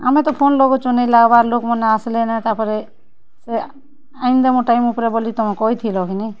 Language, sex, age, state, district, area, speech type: Odia, female, 30-45, Odisha, Kalahandi, rural, spontaneous